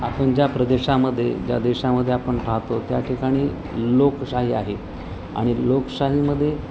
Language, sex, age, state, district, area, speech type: Marathi, male, 30-45, Maharashtra, Nanded, urban, spontaneous